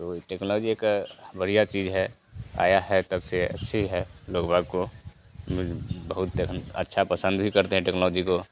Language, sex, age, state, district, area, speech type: Hindi, male, 30-45, Bihar, Vaishali, urban, spontaneous